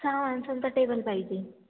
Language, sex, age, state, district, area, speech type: Marathi, female, 18-30, Maharashtra, Ahmednagar, urban, conversation